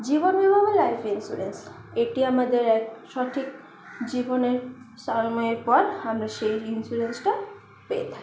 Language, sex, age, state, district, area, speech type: Bengali, female, 30-45, West Bengal, Paschim Bardhaman, urban, spontaneous